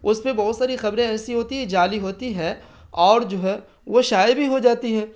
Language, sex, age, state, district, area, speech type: Urdu, male, 30-45, Bihar, Darbhanga, rural, spontaneous